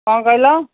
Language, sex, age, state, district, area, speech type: Odia, female, 60+, Odisha, Angul, rural, conversation